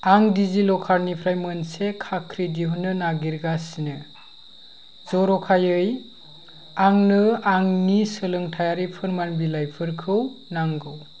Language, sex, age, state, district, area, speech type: Bodo, male, 18-30, Assam, Kokrajhar, rural, read